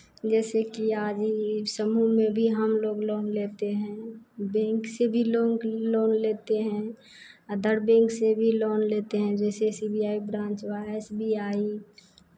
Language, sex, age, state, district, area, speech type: Hindi, female, 45-60, Bihar, Madhepura, rural, spontaneous